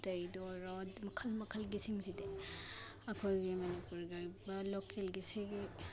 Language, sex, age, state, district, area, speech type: Manipuri, female, 30-45, Manipur, Imphal East, rural, spontaneous